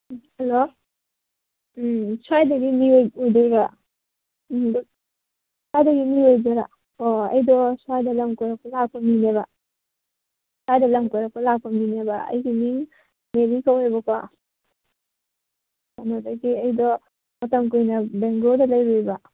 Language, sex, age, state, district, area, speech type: Manipuri, female, 30-45, Manipur, Kangpokpi, urban, conversation